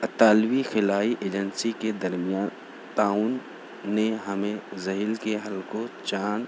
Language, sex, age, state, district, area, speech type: Urdu, male, 30-45, Maharashtra, Nashik, urban, spontaneous